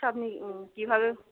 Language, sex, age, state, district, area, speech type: Bengali, female, 45-60, West Bengal, Bankura, rural, conversation